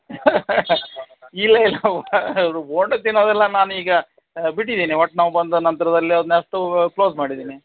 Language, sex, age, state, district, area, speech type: Kannada, male, 60+, Karnataka, Shimoga, rural, conversation